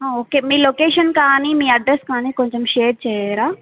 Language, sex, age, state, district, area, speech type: Telugu, female, 18-30, Andhra Pradesh, Sri Balaji, rural, conversation